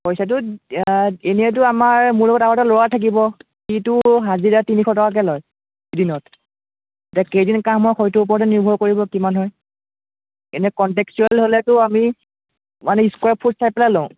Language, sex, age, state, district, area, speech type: Assamese, male, 30-45, Assam, Biswanath, rural, conversation